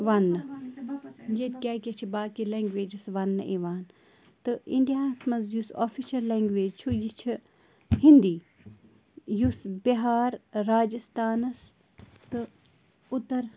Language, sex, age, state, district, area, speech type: Kashmiri, female, 18-30, Jammu and Kashmir, Bandipora, rural, spontaneous